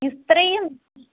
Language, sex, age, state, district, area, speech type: Kashmiri, female, 30-45, Jammu and Kashmir, Budgam, rural, conversation